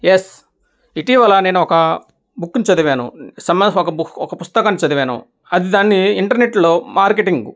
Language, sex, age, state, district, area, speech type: Telugu, male, 30-45, Andhra Pradesh, Nellore, urban, spontaneous